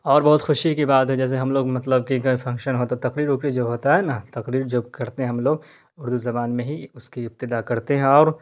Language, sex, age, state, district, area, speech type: Urdu, male, 30-45, Bihar, Darbhanga, rural, spontaneous